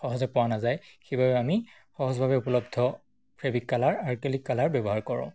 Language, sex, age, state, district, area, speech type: Assamese, male, 18-30, Assam, Majuli, urban, spontaneous